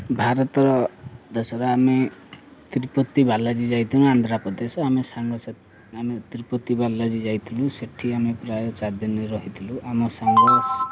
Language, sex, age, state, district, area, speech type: Odia, male, 30-45, Odisha, Ganjam, urban, spontaneous